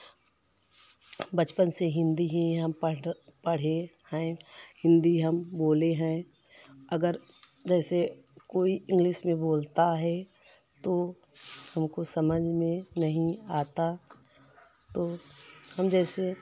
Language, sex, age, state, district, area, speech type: Hindi, female, 30-45, Uttar Pradesh, Jaunpur, urban, spontaneous